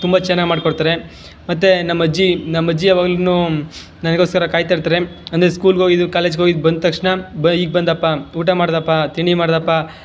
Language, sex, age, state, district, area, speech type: Kannada, male, 18-30, Karnataka, Chamarajanagar, rural, spontaneous